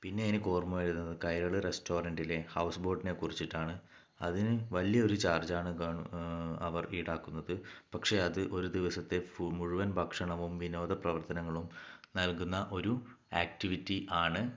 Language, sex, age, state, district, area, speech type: Malayalam, male, 18-30, Kerala, Kannur, rural, spontaneous